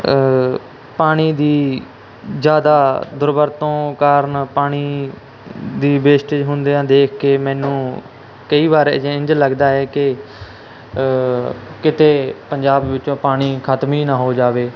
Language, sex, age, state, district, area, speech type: Punjabi, male, 18-30, Punjab, Mansa, urban, spontaneous